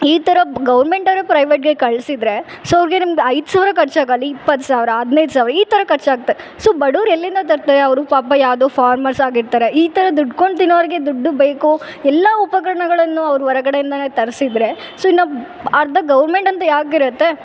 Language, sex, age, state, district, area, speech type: Kannada, female, 18-30, Karnataka, Bellary, urban, spontaneous